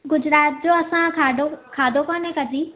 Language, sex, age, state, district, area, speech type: Sindhi, female, 18-30, Gujarat, Surat, urban, conversation